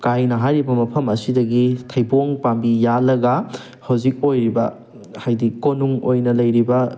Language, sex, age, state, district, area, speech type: Manipuri, male, 18-30, Manipur, Thoubal, rural, spontaneous